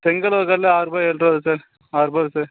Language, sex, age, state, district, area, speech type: Tamil, male, 18-30, Tamil Nadu, Dharmapuri, rural, conversation